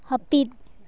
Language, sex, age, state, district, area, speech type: Santali, female, 18-30, Jharkhand, Seraikela Kharsawan, rural, read